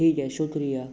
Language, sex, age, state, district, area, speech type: Hindi, male, 30-45, Madhya Pradesh, Jabalpur, urban, spontaneous